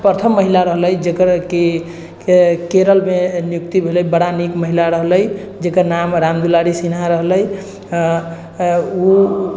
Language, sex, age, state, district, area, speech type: Maithili, male, 18-30, Bihar, Sitamarhi, rural, spontaneous